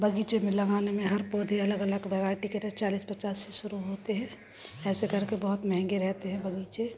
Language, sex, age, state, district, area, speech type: Hindi, female, 45-60, Madhya Pradesh, Jabalpur, urban, spontaneous